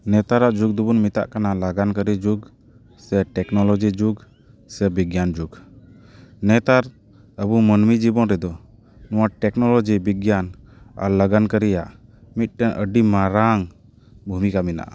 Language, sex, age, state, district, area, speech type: Santali, male, 30-45, West Bengal, Paschim Bardhaman, rural, spontaneous